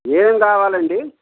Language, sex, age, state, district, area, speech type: Telugu, male, 60+, Andhra Pradesh, Krishna, urban, conversation